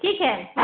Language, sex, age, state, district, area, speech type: Urdu, female, 30-45, Bihar, Araria, rural, conversation